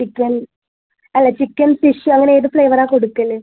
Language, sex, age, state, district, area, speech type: Malayalam, female, 18-30, Kerala, Thrissur, urban, conversation